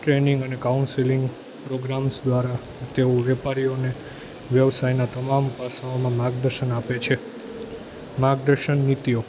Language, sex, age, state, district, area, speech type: Gujarati, male, 18-30, Gujarat, Junagadh, urban, spontaneous